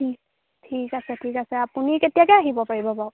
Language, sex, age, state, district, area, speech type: Assamese, female, 18-30, Assam, Jorhat, urban, conversation